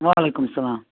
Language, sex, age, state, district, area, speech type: Kashmiri, female, 18-30, Jammu and Kashmir, Budgam, rural, conversation